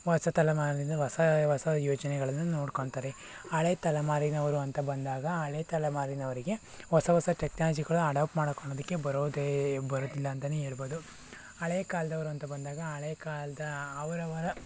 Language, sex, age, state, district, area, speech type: Kannada, male, 60+, Karnataka, Tumkur, rural, spontaneous